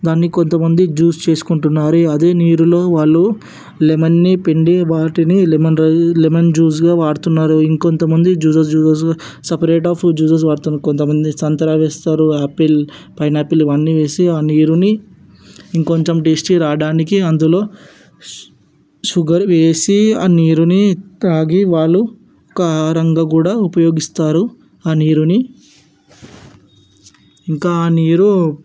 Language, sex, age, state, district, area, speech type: Telugu, male, 18-30, Telangana, Hyderabad, urban, spontaneous